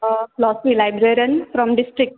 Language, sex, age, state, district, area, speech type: Goan Konkani, female, 18-30, Goa, Salcete, rural, conversation